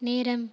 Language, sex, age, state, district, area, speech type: Tamil, female, 18-30, Tamil Nadu, Thanjavur, rural, read